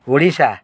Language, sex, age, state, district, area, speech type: Odia, male, 45-60, Odisha, Kendrapara, urban, spontaneous